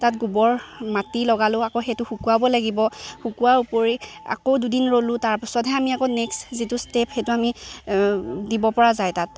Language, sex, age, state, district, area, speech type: Assamese, female, 18-30, Assam, Lakhimpur, urban, spontaneous